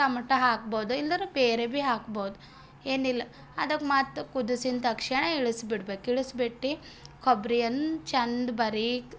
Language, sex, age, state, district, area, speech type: Kannada, female, 18-30, Karnataka, Bidar, urban, spontaneous